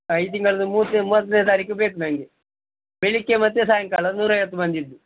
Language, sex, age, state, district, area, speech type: Kannada, male, 45-60, Karnataka, Udupi, rural, conversation